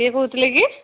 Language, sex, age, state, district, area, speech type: Odia, female, 30-45, Odisha, Kendujhar, urban, conversation